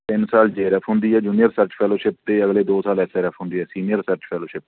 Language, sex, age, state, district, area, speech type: Punjabi, male, 30-45, Punjab, Patiala, rural, conversation